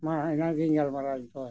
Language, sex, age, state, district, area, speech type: Santali, male, 60+, Jharkhand, Bokaro, rural, spontaneous